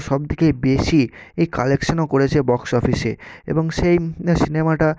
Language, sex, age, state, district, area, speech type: Bengali, male, 18-30, West Bengal, North 24 Parganas, rural, spontaneous